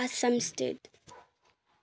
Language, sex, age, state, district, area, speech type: Nepali, female, 18-30, West Bengal, Kalimpong, rural, spontaneous